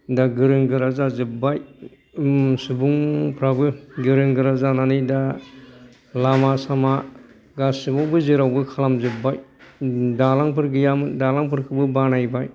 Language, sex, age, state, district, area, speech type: Bodo, male, 60+, Assam, Kokrajhar, urban, spontaneous